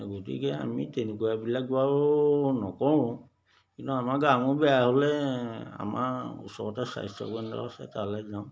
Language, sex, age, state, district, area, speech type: Assamese, male, 60+, Assam, Majuli, urban, spontaneous